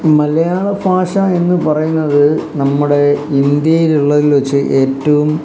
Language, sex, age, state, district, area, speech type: Malayalam, male, 45-60, Kerala, Palakkad, rural, spontaneous